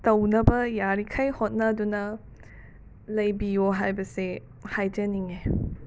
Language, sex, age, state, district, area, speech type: Manipuri, other, 45-60, Manipur, Imphal West, urban, spontaneous